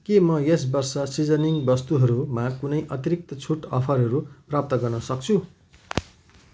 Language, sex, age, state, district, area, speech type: Nepali, male, 45-60, West Bengal, Jalpaiguri, rural, read